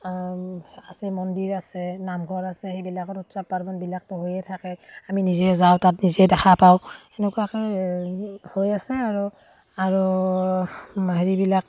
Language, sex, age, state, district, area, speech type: Assamese, female, 30-45, Assam, Udalguri, rural, spontaneous